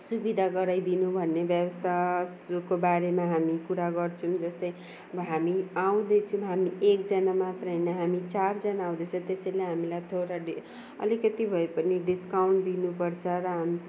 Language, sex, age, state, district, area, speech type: Nepali, female, 45-60, West Bengal, Darjeeling, rural, spontaneous